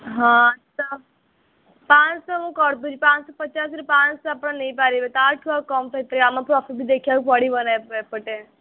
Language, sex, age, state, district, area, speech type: Odia, female, 18-30, Odisha, Sundergarh, urban, conversation